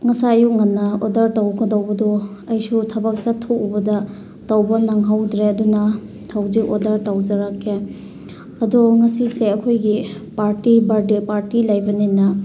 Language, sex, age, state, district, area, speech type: Manipuri, female, 30-45, Manipur, Chandel, rural, spontaneous